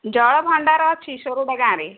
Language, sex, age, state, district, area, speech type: Odia, female, 30-45, Odisha, Ganjam, urban, conversation